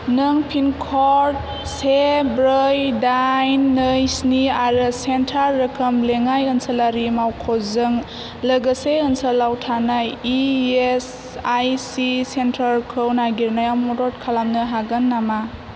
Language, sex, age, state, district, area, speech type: Bodo, female, 18-30, Assam, Chirang, urban, read